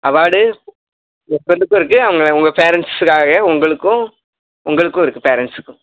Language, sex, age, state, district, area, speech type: Tamil, male, 18-30, Tamil Nadu, Perambalur, urban, conversation